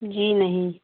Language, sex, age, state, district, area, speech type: Hindi, female, 30-45, Uttar Pradesh, Prayagraj, rural, conversation